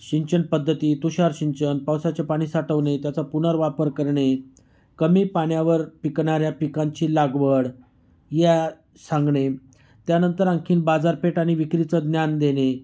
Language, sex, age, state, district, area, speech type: Marathi, male, 45-60, Maharashtra, Nashik, rural, spontaneous